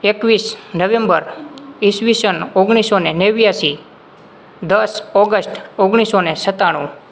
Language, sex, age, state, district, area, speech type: Gujarati, male, 18-30, Gujarat, Morbi, rural, spontaneous